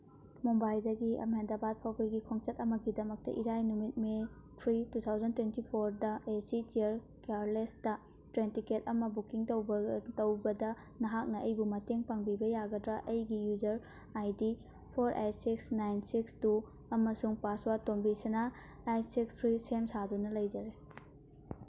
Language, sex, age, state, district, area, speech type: Manipuri, female, 18-30, Manipur, Churachandpur, rural, read